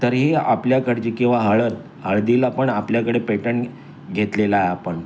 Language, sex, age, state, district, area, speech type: Marathi, male, 60+, Maharashtra, Mumbai Suburban, urban, spontaneous